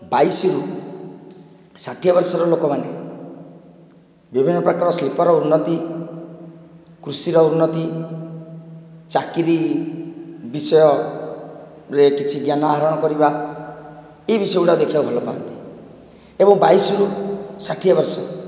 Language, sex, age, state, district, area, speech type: Odia, male, 45-60, Odisha, Nayagarh, rural, spontaneous